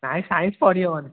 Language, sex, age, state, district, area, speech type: Odia, male, 18-30, Odisha, Khordha, rural, conversation